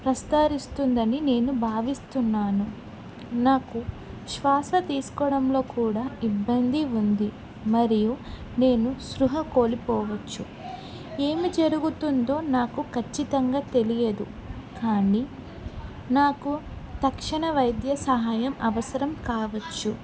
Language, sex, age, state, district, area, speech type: Telugu, female, 18-30, Telangana, Kamareddy, urban, spontaneous